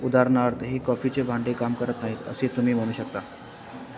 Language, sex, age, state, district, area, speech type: Marathi, male, 18-30, Maharashtra, Sangli, urban, read